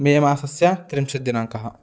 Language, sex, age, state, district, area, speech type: Sanskrit, male, 18-30, Karnataka, Dharwad, urban, spontaneous